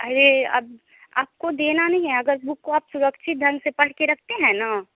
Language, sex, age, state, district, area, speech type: Hindi, female, 18-30, Bihar, Samastipur, rural, conversation